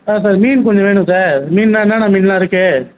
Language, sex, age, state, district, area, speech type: Tamil, male, 18-30, Tamil Nadu, Kallakurichi, rural, conversation